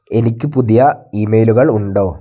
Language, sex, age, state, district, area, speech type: Malayalam, male, 30-45, Kerala, Wayanad, rural, read